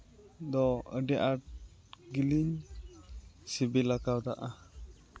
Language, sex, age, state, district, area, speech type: Santali, male, 18-30, West Bengal, Uttar Dinajpur, rural, spontaneous